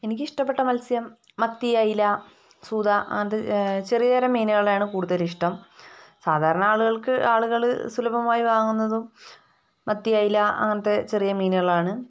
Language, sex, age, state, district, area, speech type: Malayalam, female, 30-45, Kerala, Wayanad, rural, spontaneous